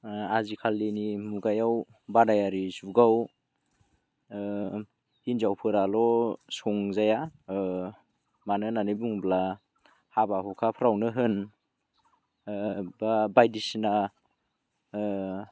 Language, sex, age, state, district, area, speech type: Bodo, male, 18-30, Assam, Udalguri, rural, spontaneous